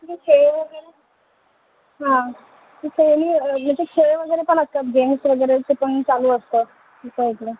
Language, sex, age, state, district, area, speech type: Marathi, female, 18-30, Maharashtra, Solapur, urban, conversation